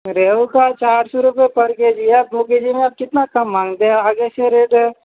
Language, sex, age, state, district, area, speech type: Urdu, male, 18-30, Uttar Pradesh, Gautam Buddha Nagar, urban, conversation